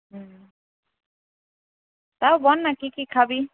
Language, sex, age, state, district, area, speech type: Bengali, female, 18-30, West Bengal, Purulia, urban, conversation